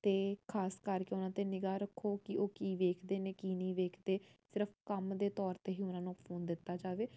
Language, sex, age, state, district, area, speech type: Punjabi, female, 18-30, Punjab, Jalandhar, urban, spontaneous